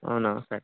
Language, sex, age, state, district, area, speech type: Telugu, male, 18-30, Telangana, Vikarabad, urban, conversation